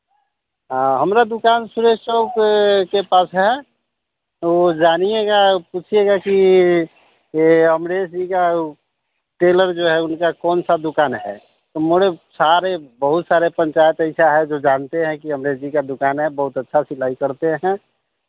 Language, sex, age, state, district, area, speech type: Hindi, male, 45-60, Bihar, Vaishali, urban, conversation